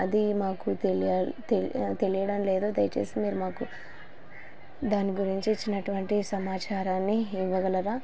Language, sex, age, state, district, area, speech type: Telugu, female, 30-45, Andhra Pradesh, Kurnool, rural, spontaneous